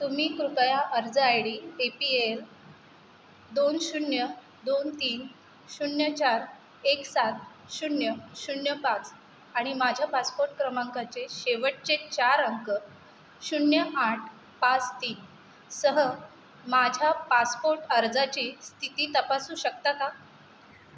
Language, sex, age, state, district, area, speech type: Marathi, female, 30-45, Maharashtra, Mumbai Suburban, urban, read